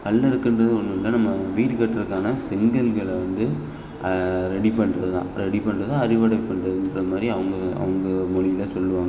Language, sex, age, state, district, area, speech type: Tamil, male, 18-30, Tamil Nadu, Perambalur, rural, spontaneous